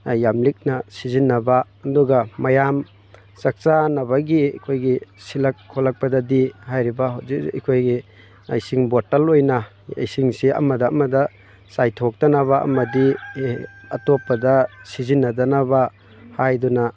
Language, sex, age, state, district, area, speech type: Manipuri, male, 18-30, Manipur, Thoubal, rural, spontaneous